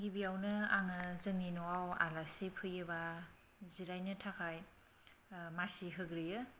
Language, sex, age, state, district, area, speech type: Bodo, female, 30-45, Assam, Kokrajhar, rural, spontaneous